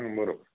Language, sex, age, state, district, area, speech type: Marathi, male, 60+, Maharashtra, Osmanabad, rural, conversation